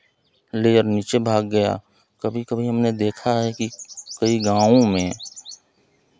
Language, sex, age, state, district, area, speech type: Hindi, male, 30-45, Uttar Pradesh, Chandauli, rural, spontaneous